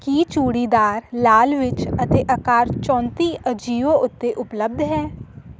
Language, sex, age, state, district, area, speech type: Punjabi, female, 18-30, Punjab, Hoshiarpur, rural, read